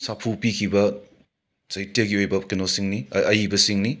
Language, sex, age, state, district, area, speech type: Manipuri, male, 60+, Manipur, Imphal West, urban, spontaneous